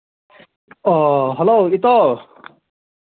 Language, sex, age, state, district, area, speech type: Manipuri, male, 18-30, Manipur, Senapati, rural, conversation